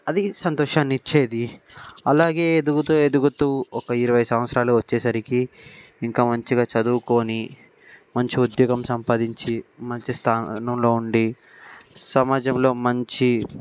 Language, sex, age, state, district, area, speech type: Telugu, male, 18-30, Telangana, Ranga Reddy, urban, spontaneous